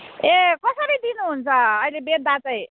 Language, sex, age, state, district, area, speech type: Nepali, female, 30-45, West Bengal, Kalimpong, rural, conversation